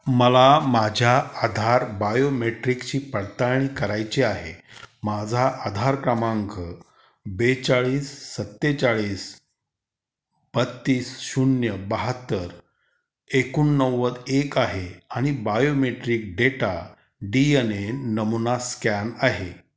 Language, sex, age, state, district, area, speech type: Marathi, male, 60+, Maharashtra, Ahmednagar, urban, read